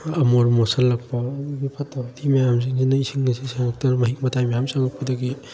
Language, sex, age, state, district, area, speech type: Manipuri, male, 18-30, Manipur, Bishnupur, rural, spontaneous